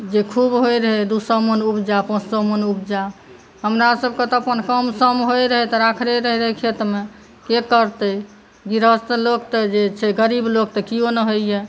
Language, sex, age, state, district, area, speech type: Maithili, female, 30-45, Bihar, Saharsa, rural, spontaneous